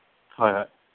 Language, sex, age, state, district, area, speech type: Assamese, male, 45-60, Assam, Kamrup Metropolitan, urban, conversation